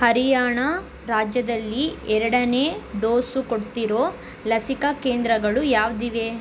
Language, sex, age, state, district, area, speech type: Kannada, female, 18-30, Karnataka, Tumkur, rural, read